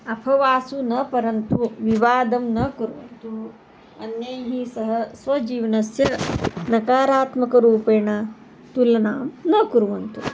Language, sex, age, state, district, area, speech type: Sanskrit, female, 45-60, Karnataka, Belgaum, urban, spontaneous